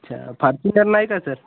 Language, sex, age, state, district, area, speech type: Marathi, male, 18-30, Maharashtra, Hingoli, urban, conversation